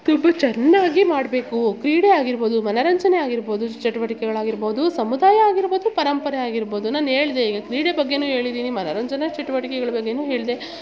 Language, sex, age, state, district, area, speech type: Kannada, female, 30-45, Karnataka, Mandya, rural, spontaneous